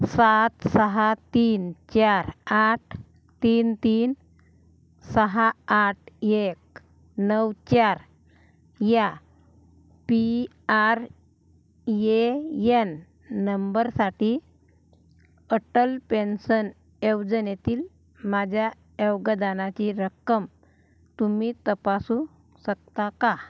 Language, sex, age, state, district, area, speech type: Marathi, female, 45-60, Maharashtra, Gondia, rural, read